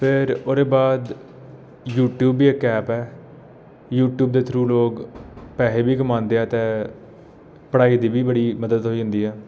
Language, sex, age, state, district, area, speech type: Dogri, male, 18-30, Jammu and Kashmir, Jammu, rural, spontaneous